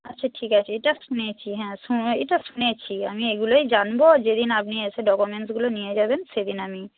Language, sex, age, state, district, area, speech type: Bengali, female, 45-60, West Bengal, Purba Medinipur, rural, conversation